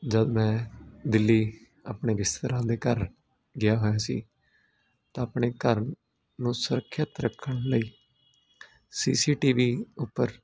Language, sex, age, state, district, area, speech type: Punjabi, male, 18-30, Punjab, Hoshiarpur, urban, spontaneous